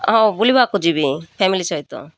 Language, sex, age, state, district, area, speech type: Odia, female, 45-60, Odisha, Malkangiri, urban, spontaneous